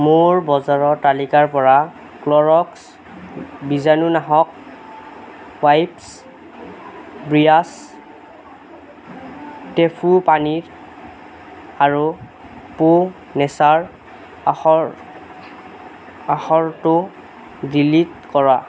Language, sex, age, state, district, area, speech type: Assamese, male, 18-30, Assam, Nagaon, rural, read